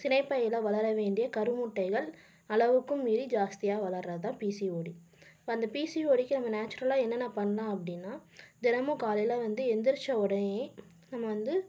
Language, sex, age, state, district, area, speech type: Tamil, female, 18-30, Tamil Nadu, Tiruppur, urban, spontaneous